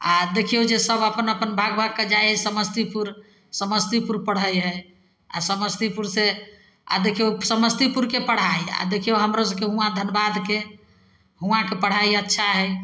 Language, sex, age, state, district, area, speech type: Maithili, female, 45-60, Bihar, Samastipur, rural, spontaneous